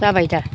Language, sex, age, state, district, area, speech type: Bodo, female, 60+, Assam, Chirang, rural, spontaneous